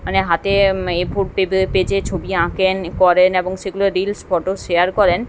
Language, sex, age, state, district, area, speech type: Bengali, female, 30-45, West Bengal, Kolkata, urban, spontaneous